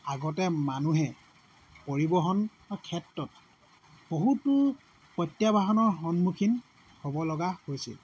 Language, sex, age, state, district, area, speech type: Assamese, male, 30-45, Assam, Sivasagar, rural, spontaneous